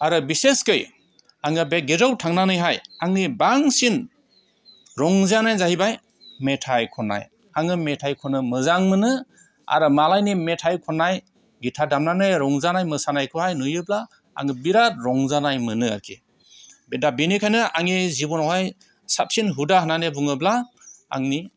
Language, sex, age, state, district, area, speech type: Bodo, male, 45-60, Assam, Chirang, rural, spontaneous